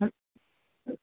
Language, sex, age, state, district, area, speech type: Malayalam, female, 60+, Kerala, Thiruvananthapuram, urban, conversation